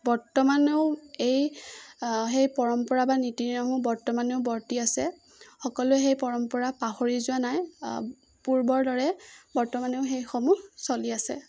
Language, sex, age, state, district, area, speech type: Assamese, female, 18-30, Assam, Jorhat, urban, spontaneous